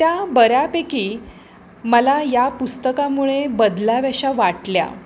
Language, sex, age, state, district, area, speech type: Marathi, female, 30-45, Maharashtra, Pune, urban, spontaneous